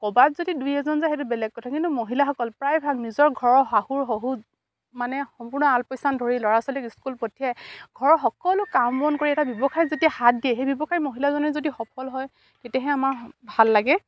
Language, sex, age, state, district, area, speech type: Assamese, female, 45-60, Assam, Dibrugarh, rural, spontaneous